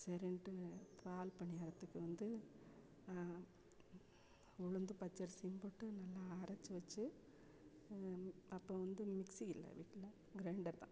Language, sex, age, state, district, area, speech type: Tamil, female, 45-60, Tamil Nadu, Thanjavur, urban, spontaneous